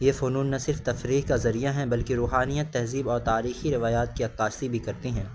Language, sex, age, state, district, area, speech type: Urdu, male, 18-30, Uttar Pradesh, Azamgarh, rural, spontaneous